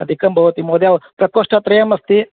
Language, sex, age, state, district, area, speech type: Sanskrit, male, 30-45, Karnataka, Vijayapura, urban, conversation